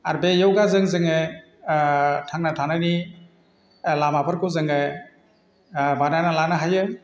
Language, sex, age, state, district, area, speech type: Bodo, male, 45-60, Assam, Chirang, rural, spontaneous